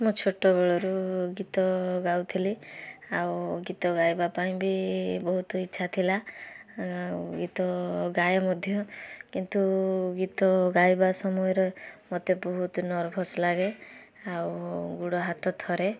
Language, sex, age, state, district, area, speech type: Odia, female, 18-30, Odisha, Balasore, rural, spontaneous